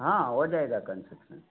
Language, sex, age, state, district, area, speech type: Hindi, male, 45-60, Uttar Pradesh, Mau, rural, conversation